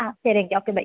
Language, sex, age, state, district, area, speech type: Malayalam, female, 18-30, Kerala, Idukki, rural, conversation